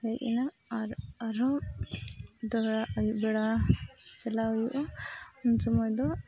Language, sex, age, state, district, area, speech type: Santali, female, 30-45, Jharkhand, East Singhbhum, rural, spontaneous